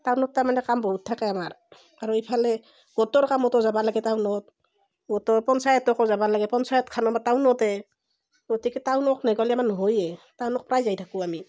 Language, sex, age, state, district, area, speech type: Assamese, female, 45-60, Assam, Barpeta, rural, spontaneous